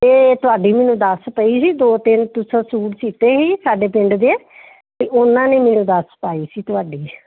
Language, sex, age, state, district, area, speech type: Punjabi, female, 45-60, Punjab, Firozpur, rural, conversation